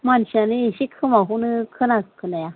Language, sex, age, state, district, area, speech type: Bodo, female, 45-60, Assam, Kokrajhar, rural, conversation